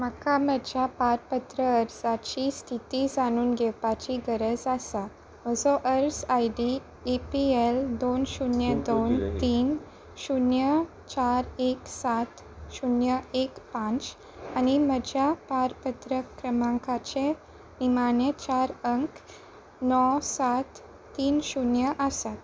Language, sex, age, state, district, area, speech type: Goan Konkani, female, 18-30, Goa, Salcete, rural, read